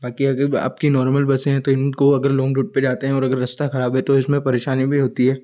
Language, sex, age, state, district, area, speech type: Hindi, male, 18-30, Madhya Pradesh, Ujjain, urban, spontaneous